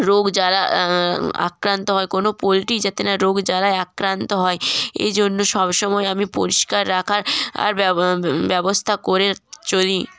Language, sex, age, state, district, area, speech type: Bengali, female, 18-30, West Bengal, North 24 Parganas, rural, spontaneous